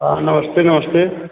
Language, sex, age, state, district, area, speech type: Hindi, male, 45-60, Uttar Pradesh, Azamgarh, rural, conversation